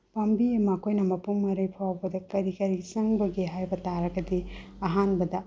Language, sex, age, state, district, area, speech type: Manipuri, female, 30-45, Manipur, Bishnupur, rural, spontaneous